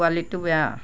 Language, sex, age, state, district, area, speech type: Assamese, female, 60+, Assam, Nagaon, rural, spontaneous